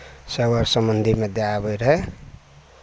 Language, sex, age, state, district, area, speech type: Maithili, male, 60+, Bihar, Araria, rural, spontaneous